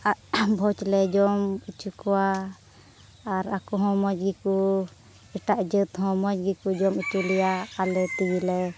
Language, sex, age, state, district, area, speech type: Santali, female, 18-30, Jharkhand, Pakur, rural, spontaneous